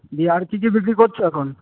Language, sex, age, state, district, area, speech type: Bengali, male, 18-30, West Bengal, Paschim Bardhaman, rural, conversation